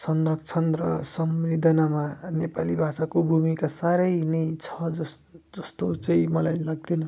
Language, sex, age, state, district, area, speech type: Nepali, male, 45-60, West Bengal, Darjeeling, rural, spontaneous